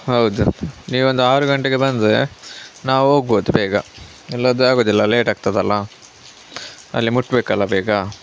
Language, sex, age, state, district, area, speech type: Kannada, male, 18-30, Karnataka, Chitradurga, rural, spontaneous